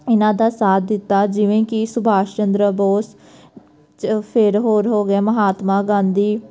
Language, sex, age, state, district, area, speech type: Punjabi, female, 18-30, Punjab, Pathankot, rural, spontaneous